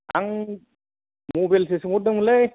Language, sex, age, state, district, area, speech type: Bodo, male, 30-45, Assam, Kokrajhar, rural, conversation